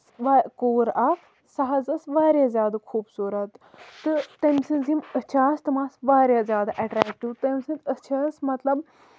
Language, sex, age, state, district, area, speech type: Kashmiri, female, 18-30, Jammu and Kashmir, Kulgam, rural, spontaneous